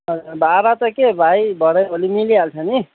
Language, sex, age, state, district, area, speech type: Nepali, male, 30-45, West Bengal, Kalimpong, rural, conversation